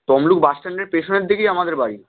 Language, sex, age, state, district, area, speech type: Bengali, male, 18-30, West Bengal, Purba Medinipur, rural, conversation